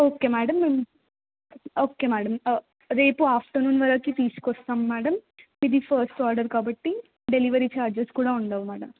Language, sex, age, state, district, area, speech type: Telugu, female, 18-30, Telangana, Jangaon, urban, conversation